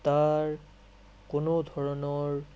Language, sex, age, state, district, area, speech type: Assamese, male, 30-45, Assam, Sonitpur, rural, spontaneous